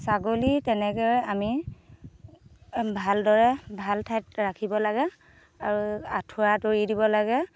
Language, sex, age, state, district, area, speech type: Assamese, female, 30-45, Assam, Dhemaji, rural, spontaneous